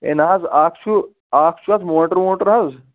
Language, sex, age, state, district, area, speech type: Kashmiri, male, 18-30, Jammu and Kashmir, Shopian, rural, conversation